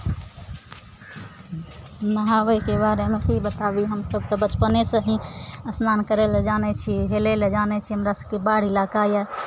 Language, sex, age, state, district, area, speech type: Maithili, female, 30-45, Bihar, Araria, urban, spontaneous